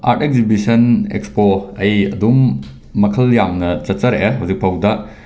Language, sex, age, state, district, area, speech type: Manipuri, male, 18-30, Manipur, Imphal West, rural, spontaneous